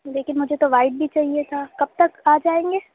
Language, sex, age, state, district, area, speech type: Urdu, female, 18-30, Uttar Pradesh, Shahjahanpur, urban, conversation